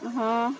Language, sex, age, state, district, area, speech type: Marathi, female, 45-60, Maharashtra, Akola, rural, spontaneous